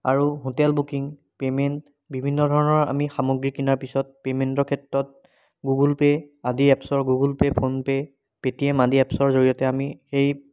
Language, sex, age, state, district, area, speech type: Assamese, male, 30-45, Assam, Biswanath, rural, spontaneous